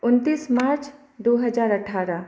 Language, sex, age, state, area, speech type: Maithili, female, 45-60, Bihar, urban, spontaneous